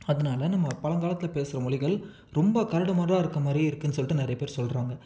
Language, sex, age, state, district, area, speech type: Tamil, male, 18-30, Tamil Nadu, Salem, rural, spontaneous